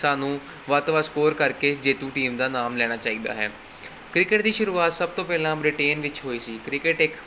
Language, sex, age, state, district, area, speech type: Punjabi, male, 18-30, Punjab, Gurdaspur, urban, spontaneous